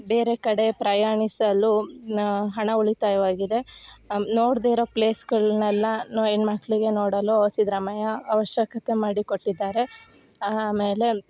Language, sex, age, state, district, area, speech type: Kannada, female, 18-30, Karnataka, Chikkamagaluru, rural, spontaneous